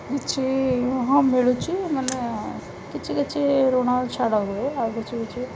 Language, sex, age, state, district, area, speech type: Odia, female, 30-45, Odisha, Rayagada, rural, spontaneous